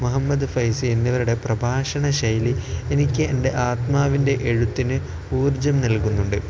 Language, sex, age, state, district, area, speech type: Malayalam, male, 18-30, Kerala, Kozhikode, rural, spontaneous